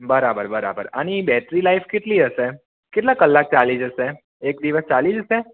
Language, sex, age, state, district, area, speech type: Gujarati, male, 30-45, Gujarat, Mehsana, rural, conversation